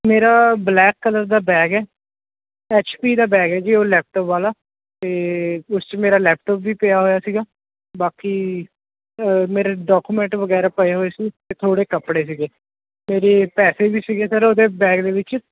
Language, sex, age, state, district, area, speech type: Punjabi, male, 18-30, Punjab, Ludhiana, urban, conversation